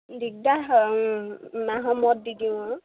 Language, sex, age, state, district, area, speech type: Assamese, female, 30-45, Assam, Sivasagar, rural, conversation